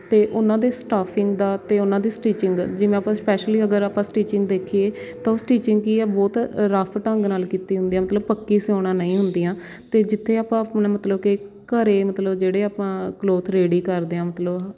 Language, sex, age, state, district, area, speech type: Punjabi, female, 18-30, Punjab, Shaheed Bhagat Singh Nagar, urban, spontaneous